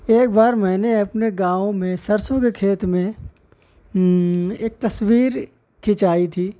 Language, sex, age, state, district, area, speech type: Urdu, male, 18-30, Uttar Pradesh, Shahjahanpur, urban, spontaneous